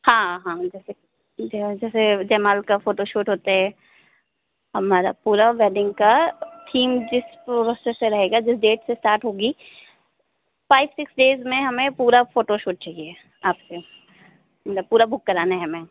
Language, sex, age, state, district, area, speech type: Hindi, female, 30-45, Uttar Pradesh, Sitapur, rural, conversation